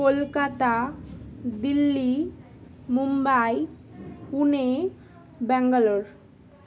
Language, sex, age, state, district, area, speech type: Bengali, female, 18-30, West Bengal, Dakshin Dinajpur, urban, spontaneous